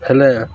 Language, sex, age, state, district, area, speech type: Odia, male, 30-45, Odisha, Balangir, urban, spontaneous